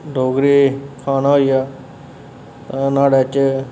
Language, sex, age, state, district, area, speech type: Dogri, male, 30-45, Jammu and Kashmir, Reasi, urban, spontaneous